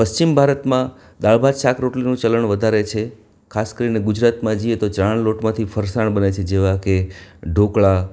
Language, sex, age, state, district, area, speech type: Gujarati, male, 45-60, Gujarat, Anand, urban, spontaneous